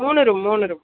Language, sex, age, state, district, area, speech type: Tamil, female, 18-30, Tamil Nadu, Tirunelveli, rural, conversation